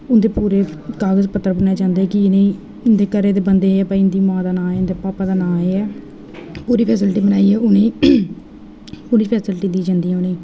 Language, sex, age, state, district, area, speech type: Dogri, female, 18-30, Jammu and Kashmir, Jammu, rural, spontaneous